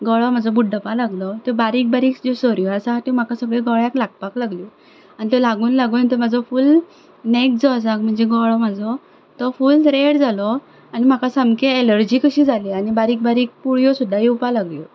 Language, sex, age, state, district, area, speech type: Goan Konkani, female, 18-30, Goa, Ponda, rural, spontaneous